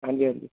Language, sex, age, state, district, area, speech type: Punjabi, male, 18-30, Punjab, Gurdaspur, urban, conversation